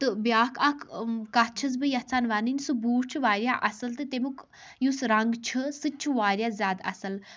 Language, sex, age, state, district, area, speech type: Kashmiri, female, 30-45, Jammu and Kashmir, Kupwara, rural, spontaneous